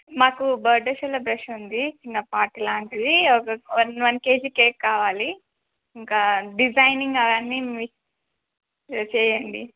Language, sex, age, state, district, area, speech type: Telugu, female, 18-30, Telangana, Adilabad, rural, conversation